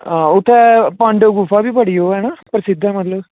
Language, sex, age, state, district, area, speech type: Dogri, male, 18-30, Jammu and Kashmir, Jammu, rural, conversation